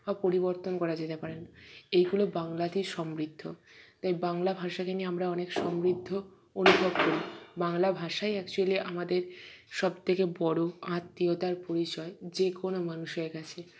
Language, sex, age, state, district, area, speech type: Bengali, female, 45-60, West Bengal, Purba Bardhaman, urban, spontaneous